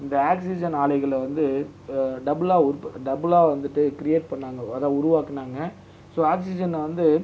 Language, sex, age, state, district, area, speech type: Tamil, male, 30-45, Tamil Nadu, Viluppuram, urban, spontaneous